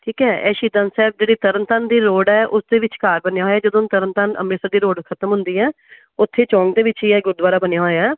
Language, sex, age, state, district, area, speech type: Punjabi, female, 45-60, Punjab, Amritsar, urban, conversation